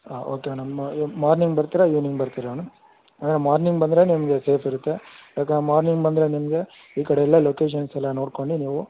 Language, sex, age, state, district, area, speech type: Kannada, male, 18-30, Karnataka, Tumkur, urban, conversation